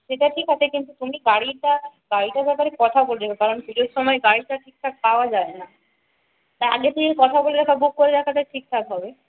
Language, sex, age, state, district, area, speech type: Bengali, female, 18-30, West Bengal, Paschim Medinipur, rural, conversation